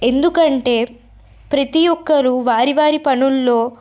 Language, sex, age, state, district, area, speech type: Telugu, female, 18-30, Telangana, Nirmal, urban, spontaneous